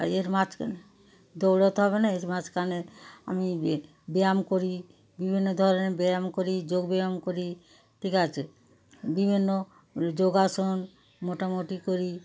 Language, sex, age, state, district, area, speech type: Bengali, female, 60+, West Bengal, Darjeeling, rural, spontaneous